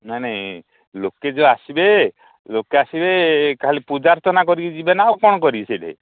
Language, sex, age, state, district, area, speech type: Odia, male, 45-60, Odisha, Koraput, rural, conversation